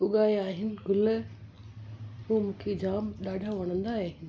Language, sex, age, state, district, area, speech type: Sindhi, female, 60+, Gujarat, Kutch, urban, spontaneous